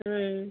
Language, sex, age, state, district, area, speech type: Tamil, female, 45-60, Tamil Nadu, Viluppuram, rural, conversation